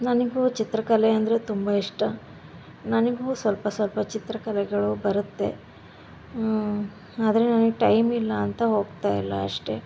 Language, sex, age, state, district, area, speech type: Kannada, female, 30-45, Karnataka, Shimoga, rural, spontaneous